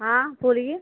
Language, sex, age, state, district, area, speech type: Hindi, female, 30-45, Uttar Pradesh, Chandauli, rural, conversation